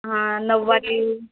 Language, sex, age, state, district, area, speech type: Marathi, female, 30-45, Maharashtra, Nagpur, rural, conversation